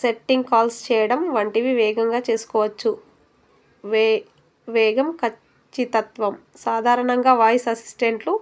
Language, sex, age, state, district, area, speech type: Telugu, female, 30-45, Telangana, Narayanpet, urban, spontaneous